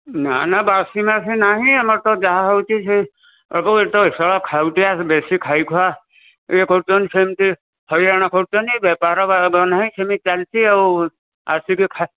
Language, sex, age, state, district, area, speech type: Odia, male, 60+, Odisha, Jharsuguda, rural, conversation